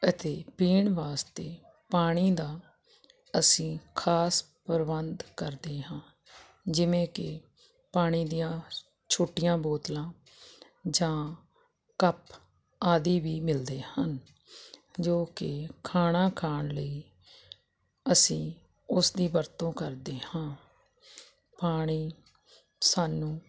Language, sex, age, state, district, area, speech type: Punjabi, female, 45-60, Punjab, Jalandhar, rural, spontaneous